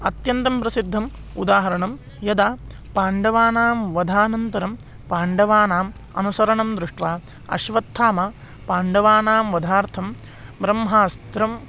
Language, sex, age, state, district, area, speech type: Sanskrit, male, 18-30, Maharashtra, Beed, urban, spontaneous